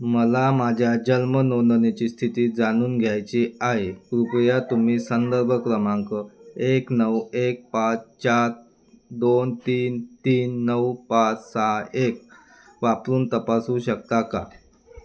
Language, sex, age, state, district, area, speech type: Marathi, male, 30-45, Maharashtra, Wardha, rural, read